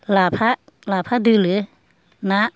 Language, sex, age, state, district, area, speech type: Bodo, female, 60+, Assam, Kokrajhar, urban, spontaneous